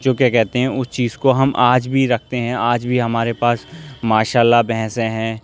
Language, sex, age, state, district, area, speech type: Urdu, male, 18-30, Uttar Pradesh, Aligarh, urban, spontaneous